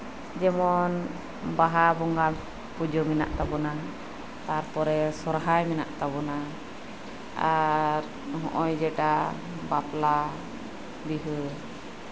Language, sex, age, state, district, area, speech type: Santali, female, 30-45, West Bengal, Birbhum, rural, spontaneous